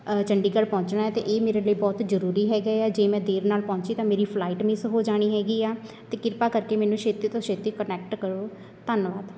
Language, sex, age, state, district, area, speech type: Punjabi, female, 18-30, Punjab, Shaheed Bhagat Singh Nagar, urban, spontaneous